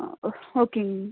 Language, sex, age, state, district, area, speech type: Tamil, female, 30-45, Tamil Nadu, Nilgiris, urban, conversation